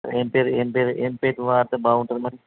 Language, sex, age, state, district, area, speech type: Telugu, male, 30-45, Telangana, Karimnagar, rural, conversation